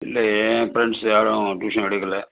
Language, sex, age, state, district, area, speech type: Tamil, male, 30-45, Tamil Nadu, Cuddalore, rural, conversation